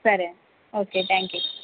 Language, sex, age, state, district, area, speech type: Telugu, female, 18-30, Andhra Pradesh, Sri Satya Sai, urban, conversation